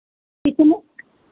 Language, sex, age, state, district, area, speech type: Hindi, female, 60+, Uttar Pradesh, Sitapur, rural, conversation